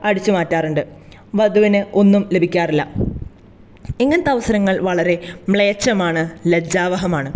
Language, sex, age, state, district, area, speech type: Malayalam, female, 18-30, Kerala, Thrissur, rural, spontaneous